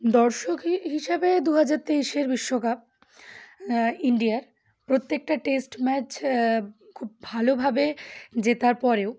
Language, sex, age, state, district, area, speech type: Bengali, female, 18-30, West Bengal, Uttar Dinajpur, urban, spontaneous